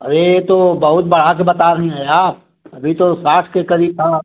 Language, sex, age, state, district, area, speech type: Hindi, male, 60+, Uttar Pradesh, Mau, rural, conversation